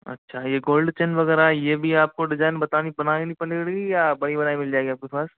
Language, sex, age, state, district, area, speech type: Hindi, male, 45-60, Rajasthan, Karauli, rural, conversation